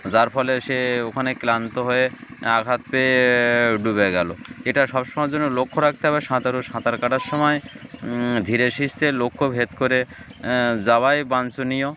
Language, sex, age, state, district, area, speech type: Bengali, male, 30-45, West Bengal, Uttar Dinajpur, urban, spontaneous